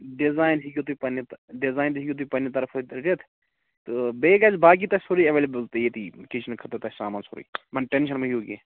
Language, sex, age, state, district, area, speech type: Kashmiri, male, 30-45, Jammu and Kashmir, Baramulla, rural, conversation